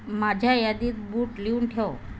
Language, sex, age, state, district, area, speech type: Marathi, female, 45-60, Maharashtra, Amravati, rural, read